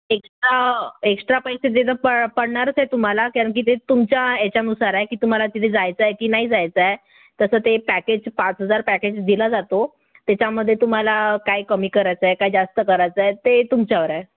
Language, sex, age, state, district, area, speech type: Marathi, female, 18-30, Maharashtra, Thane, urban, conversation